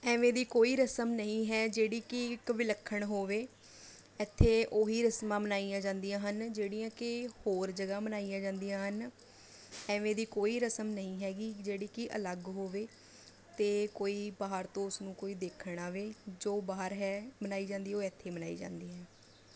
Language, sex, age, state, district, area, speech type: Punjabi, female, 18-30, Punjab, Mohali, rural, spontaneous